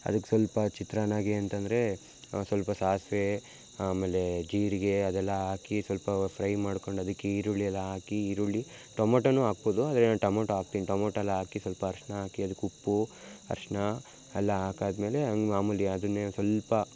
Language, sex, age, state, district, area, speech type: Kannada, male, 18-30, Karnataka, Mysore, rural, spontaneous